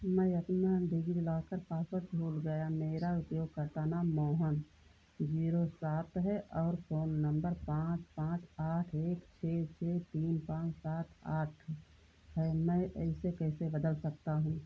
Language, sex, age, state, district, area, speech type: Hindi, female, 60+, Uttar Pradesh, Ayodhya, rural, read